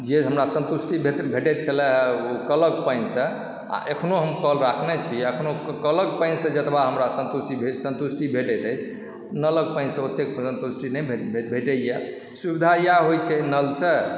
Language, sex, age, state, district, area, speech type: Maithili, male, 45-60, Bihar, Supaul, urban, spontaneous